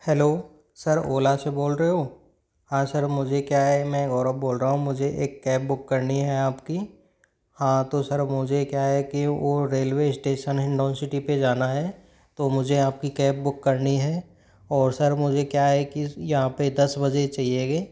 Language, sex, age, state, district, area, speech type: Hindi, male, 30-45, Rajasthan, Karauli, rural, spontaneous